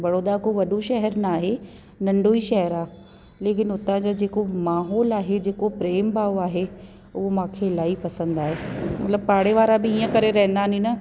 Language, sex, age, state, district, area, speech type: Sindhi, female, 30-45, Delhi, South Delhi, urban, spontaneous